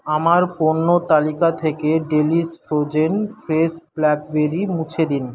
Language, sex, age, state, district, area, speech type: Bengali, male, 18-30, West Bengal, Paschim Medinipur, rural, read